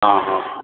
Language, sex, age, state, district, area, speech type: Odia, male, 60+, Odisha, Sundergarh, urban, conversation